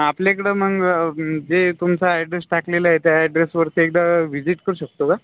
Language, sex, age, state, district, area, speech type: Marathi, male, 30-45, Maharashtra, Buldhana, urban, conversation